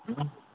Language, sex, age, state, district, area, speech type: Nepali, male, 30-45, West Bengal, Jalpaiguri, rural, conversation